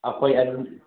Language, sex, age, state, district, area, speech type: Manipuri, male, 30-45, Manipur, Imphal West, rural, conversation